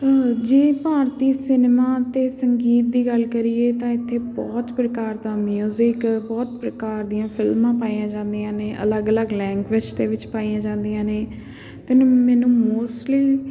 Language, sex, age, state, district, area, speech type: Punjabi, female, 18-30, Punjab, Patiala, rural, spontaneous